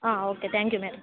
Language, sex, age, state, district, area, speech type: Telugu, female, 18-30, Telangana, Khammam, urban, conversation